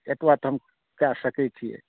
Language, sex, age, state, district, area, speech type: Maithili, male, 60+, Bihar, Saharsa, urban, conversation